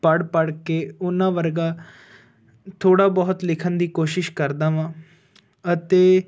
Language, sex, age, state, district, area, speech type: Punjabi, male, 18-30, Punjab, Ludhiana, urban, spontaneous